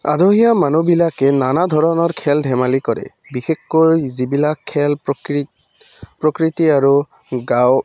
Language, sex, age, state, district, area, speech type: Assamese, male, 18-30, Assam, Udalguri, rural, spontaneous